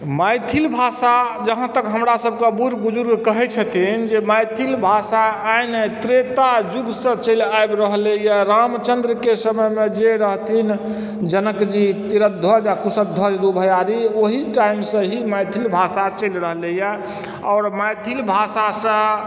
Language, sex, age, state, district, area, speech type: Maithili, male, 45-60, Bihar, Supaul, rural, spontaneous